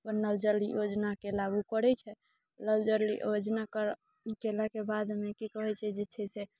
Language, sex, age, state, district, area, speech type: Maithili, female, 18-30, Bihar, Muzaffarpur, urban, spontaneous